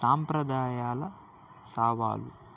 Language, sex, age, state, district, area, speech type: Telugu, male, 18-30, Andhra Pradesh, Annamaya, rural, spontaneous